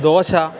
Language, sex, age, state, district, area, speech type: Malayalam, male, 45-60, Kerala, Alappuzha, rural, spontaneous